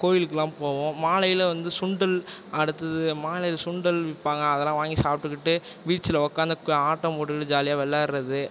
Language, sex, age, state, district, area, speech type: Tamil, male, 18-30, Tamil Nadu, Tiruvarur, rural, spontaneous